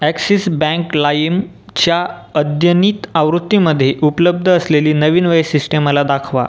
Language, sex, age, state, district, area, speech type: Marathi, male, 18-30, Maharashtra, Buldhana, rural, read